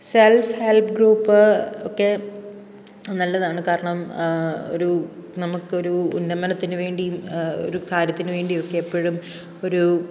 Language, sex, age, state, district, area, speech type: Malayalam, female, 18-30, Kerala, Pathanamthitta, rural, spontaneous